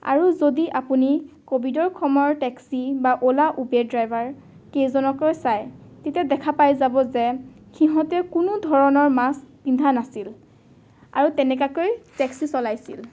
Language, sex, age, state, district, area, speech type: Assamese, female, 18-30, Assam, Biswanath, rural, spontaneous